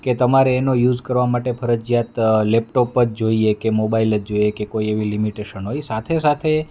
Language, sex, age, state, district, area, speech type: Gujarati, male, 30-45, Gujarat, Rajkot, urban, spontaneous